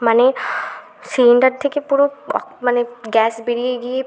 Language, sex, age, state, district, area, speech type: Bengali, female, 18-30, West Bengal, Bankura, urban, spontaneous